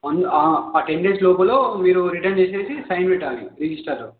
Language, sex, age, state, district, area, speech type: Telugu, male, 18-30, Telangana, Nizamabad, urban, conversation